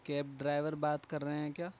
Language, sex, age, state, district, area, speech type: Urdu, male, 18-30, Uttar Pradesh, Gautam Buddha Nagar, urban, spontaneous